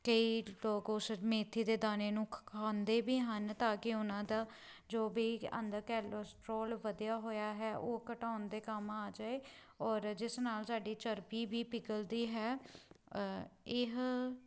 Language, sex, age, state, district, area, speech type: Punjabi, female, 18-30, Punjab, Pathankot, rural, spontaneous